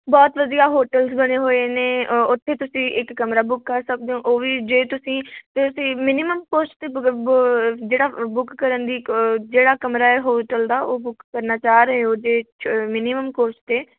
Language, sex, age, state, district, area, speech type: Punjabi, female, 45-60, Punjab, Moga, rural, conversation